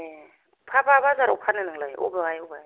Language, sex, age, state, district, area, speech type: Bodo, female, 30-45, Assam, Kokrajhar, rural, conversation